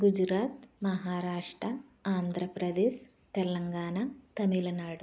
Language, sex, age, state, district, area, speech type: Telugu, female, 45-60, Andhra Pradesh, West Godavari, rural, spontaneous